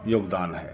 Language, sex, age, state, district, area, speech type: Hindi, male, 60+, Uttar Pradesh, Lucknow, rural, spontaneous